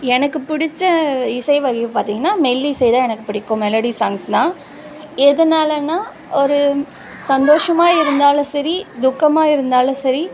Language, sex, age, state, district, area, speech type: Tamil, female, 30-45, Tamil Nadu, Tiruvallur, urban, spontaneous